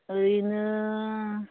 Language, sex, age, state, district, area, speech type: Bodo, female, 45-60, Assam, Udalguri, rural, conversation